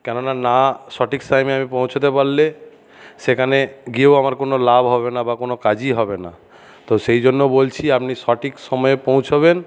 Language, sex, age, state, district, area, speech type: Bengali, male, 60+, West Bengal, Jhargram, rural, spontaneous